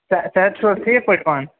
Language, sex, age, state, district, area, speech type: Kashmiri, male, 18-30, Jammu and Kashmir, Ganderbal, rural, conversation